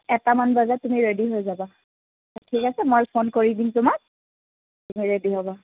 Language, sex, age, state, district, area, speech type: Assamese, female, 30-45, Assam, Sonitpur, rural, conversation